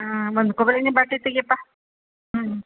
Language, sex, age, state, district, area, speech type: Kannada, female, 45-60, Karnataka, Koppal, urban, conversation